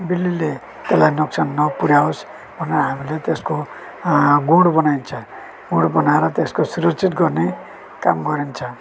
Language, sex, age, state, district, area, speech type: Nepali, male, 45-60, West Bengal, Darjeeling, rural, spontaneous